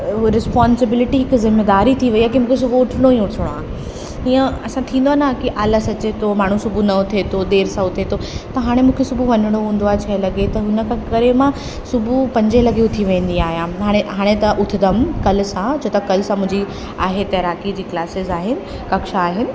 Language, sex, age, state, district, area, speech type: Sindhi, female, 18-30, Uttar Pradesh, Lucknow, rural, spontaneous